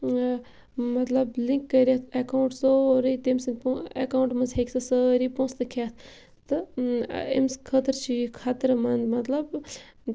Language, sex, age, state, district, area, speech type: Kashmiri, female, 18-30, Jammu and Kashmir, Bandipora, rural, spontaneous